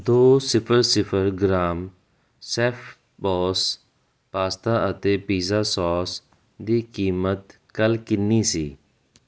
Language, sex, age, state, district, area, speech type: Punjabi, male, 30-45, Punjab, Jalandhar, urban, read